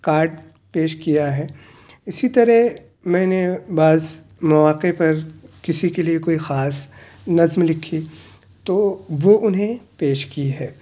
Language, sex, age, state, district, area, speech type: Urdu, male, 30-45, Delhi, South Delhi, urban, spontaneous